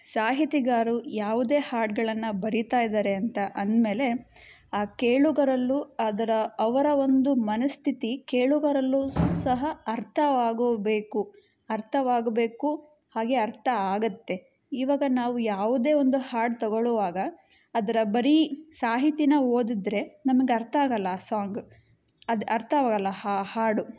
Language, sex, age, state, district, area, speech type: Kannada, female, 18-30, Karnataka, Chitradurga, urban, spontaneous